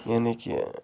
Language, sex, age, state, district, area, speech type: Kashmiri, male, 30-45, Jammu and Kashmir, Budgam, rural, spontaneous